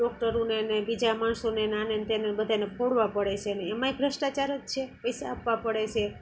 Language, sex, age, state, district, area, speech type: Gujarati, female, 60+, Gujarat, Junagadh, rural, spontaneous